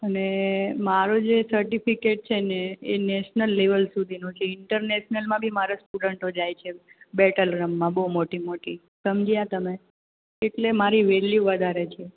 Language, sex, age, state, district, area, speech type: Gujarati, female, 18-30, Gujarat, Surat, rural, conversation